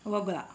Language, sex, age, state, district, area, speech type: Marathi, female, 45-60, Maharashtra, Yavatmal, rural, read